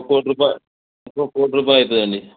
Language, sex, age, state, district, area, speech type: Telugu, male, 30-45, Telangana, Mancherial, rural, conversation